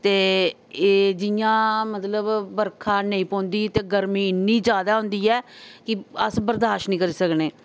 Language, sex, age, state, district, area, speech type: Dogri, female, 45-60, Jammu and Kashmir, Samba, urban, spontaneous